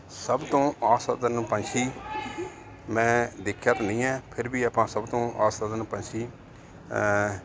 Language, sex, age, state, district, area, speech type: Punjabi, male, 45-60, Punjab, Jalandhar, urban, spontaneous